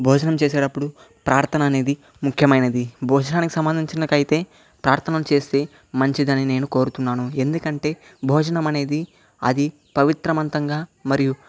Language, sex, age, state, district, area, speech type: Telugu, male, 18-30, Andhra Pradesh, Chittoor, rural, spontaneous